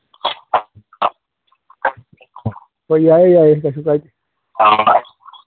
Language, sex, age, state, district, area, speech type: Manipuri, male, 60+, Manipur, Imphal East, urban, conversation